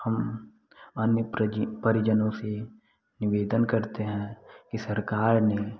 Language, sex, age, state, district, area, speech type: Hindi, male, 18-30, Uttar Pradesh, Prayagraj, rural, spontaneous